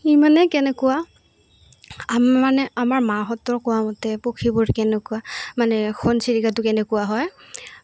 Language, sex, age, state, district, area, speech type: Assamese, female, 18-30, Assam, Goalpara, urban, spontaneous